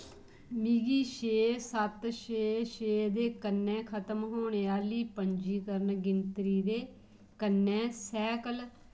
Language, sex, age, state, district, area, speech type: Dogri, female, 45-60, Jammu and Kashmir, Kathua, rural, read